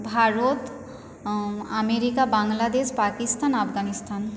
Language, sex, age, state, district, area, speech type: Bengali, female, 30-45, West Bengal, Paschim Medinipur, rural, spontaneous